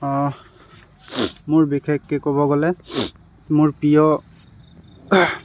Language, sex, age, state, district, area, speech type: Assamese, male, 18-30, Assam, Tinsukia, rural, spontaneous